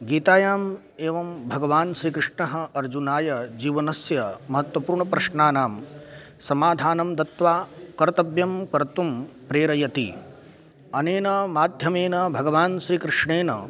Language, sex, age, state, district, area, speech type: Sanskrit, male, 18-30, Uttar Pradesh, Lucknow, urban, spontaneous